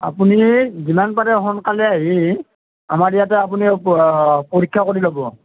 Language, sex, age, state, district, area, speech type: Assamese, male, 45-60, Assam, Nalbari, rural, conversation